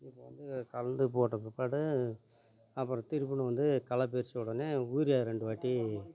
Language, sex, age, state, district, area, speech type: Tamil, male, 45-60, Tamil Nadu, Tiruvannamalai, rural, spontaneous